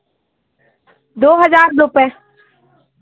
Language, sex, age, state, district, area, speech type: Hindi, female, 18-30, Madhya Pradesh, Seoni, urban, conversation